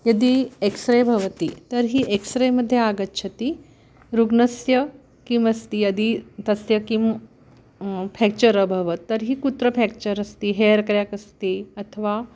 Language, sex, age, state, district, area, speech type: Sanskrit, female, 60+, Maharashtra, Wardha, urban, spontaneous